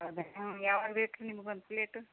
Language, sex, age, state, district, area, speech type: Kannada, female, 60+, Karnataka, Gadag, rural, conversation